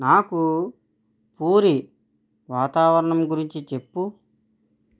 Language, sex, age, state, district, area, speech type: Telugu, male, 30-45, Andhra Pradesh, East Godavari, rural, read